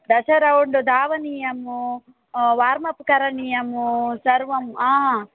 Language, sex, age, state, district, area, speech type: Sanskrit, female, 45-60, Karnataka, Dakshina Kannada, rural, conversation